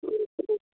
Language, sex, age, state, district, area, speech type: Kashmiri, female, 30-45, Jammu and Kashmir, Bandipora, rural, conversation